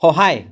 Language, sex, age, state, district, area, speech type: Assamese, male, 30-45, Assam, Lakhimpur, rural, read